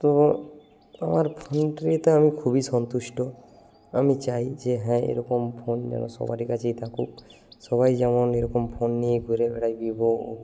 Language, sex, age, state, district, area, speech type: Bengali, male, 18-30, West Bengal, Bankura, rural, spontaneous